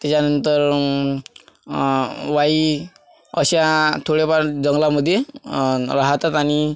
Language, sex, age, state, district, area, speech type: Marathi, male, 18-30, Maharashtra, Washim, urban, spontaneous